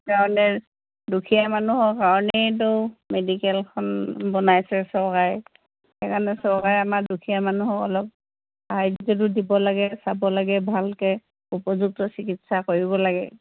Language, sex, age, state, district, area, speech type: Assamese, female, 60+, Assam, Dibrugarh, rural, conversation